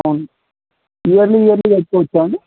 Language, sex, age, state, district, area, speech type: Telugu, male, 30-45, Telangana, Kamareddy, urban, conversation